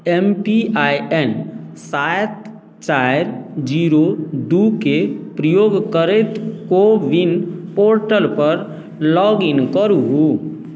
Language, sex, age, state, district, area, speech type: Maithili, male, 30-45, Bihar, Darbhanga, rural, read